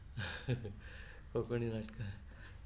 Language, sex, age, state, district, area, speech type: Goan Konkani, male, 60+, Goa, Tiswadi, rural, spontaneous